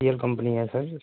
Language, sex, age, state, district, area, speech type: Urdu, male, 60+, Delhi, South Delhi, urban, conversation